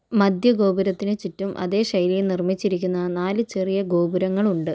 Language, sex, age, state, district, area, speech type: Malayalam, female, 45-60, Kerala, Kozhikode, urban, read